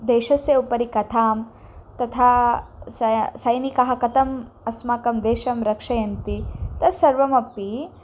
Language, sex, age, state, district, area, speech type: Sanskrit, female, 18-30, Karnataka, Dharwad, urban, spontaneous